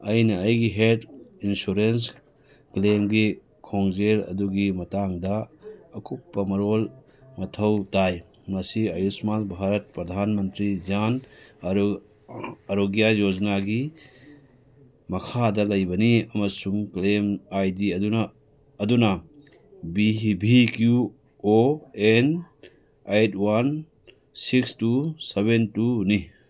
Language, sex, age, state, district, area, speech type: Manipuri, male, 60+, Manipur, Churachandpur, urban, read